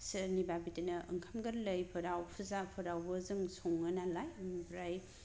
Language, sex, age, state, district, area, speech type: Bodo, female, 30-45, Assam, Kokrajhar, rural, spontaneous